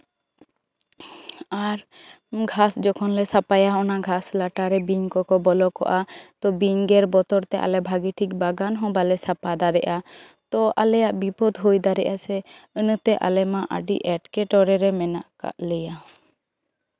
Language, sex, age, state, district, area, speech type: Santali, female, 18-30, West Bengal, Bankura, rural, spontaneous